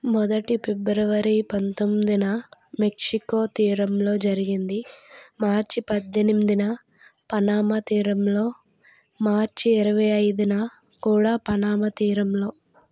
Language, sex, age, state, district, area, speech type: Telugu, female, 30-45, Andhra Pradesh, Vizianagaram, rural, read